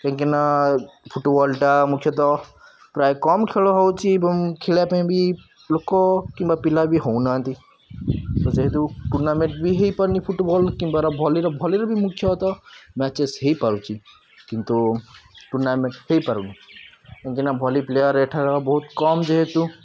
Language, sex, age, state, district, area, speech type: Odia, male, 18-30, Odisha, Puri, urban, spontaneous